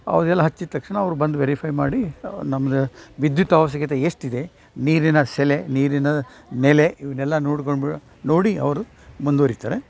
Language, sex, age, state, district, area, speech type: Kannada, male, 60+, Karnataka, Dharwad, rural, spontaneous